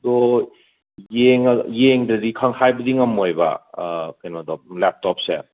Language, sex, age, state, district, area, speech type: Manipuri, male, 30-45, Manipur, Imphal West, urban, conversation